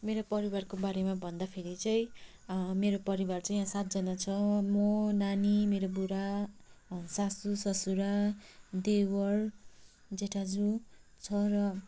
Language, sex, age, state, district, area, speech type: Nepali, female, 30-45, West Bengal, Kalimpong, rural, spontaneous